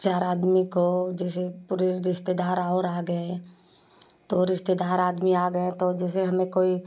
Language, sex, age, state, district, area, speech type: Hindi, female, 45-60, Uttar Pradesh, Prayagraj, rural, spontaneous